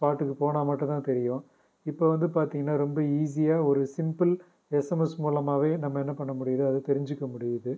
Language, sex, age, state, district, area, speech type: Tamil, male, 30-45, Tamil Nadu, Pudukkottai, rural, spontaneous